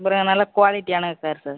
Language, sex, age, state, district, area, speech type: Tamil, male, 18-30, Tamil Nadu, Mayiladuthurai, urban, conversation